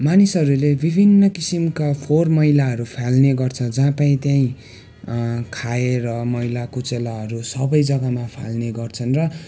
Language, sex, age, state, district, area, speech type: Nepali, male, 18-30, West Bengal, Darjeeling, rural, spontaneous